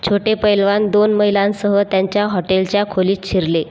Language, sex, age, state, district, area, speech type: Marathi, female, 18-30, Maharashtra, Buldhana, rural, read